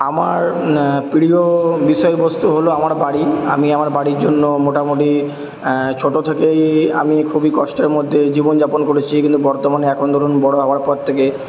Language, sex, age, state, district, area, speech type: Bengali, male, 30-45, West Bengal, Purba Bardhaman, urban, spontaneous